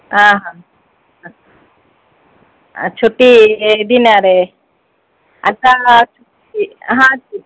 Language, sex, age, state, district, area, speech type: Odia, female, 30-45, Odisha, Sundergarh, urban, conversation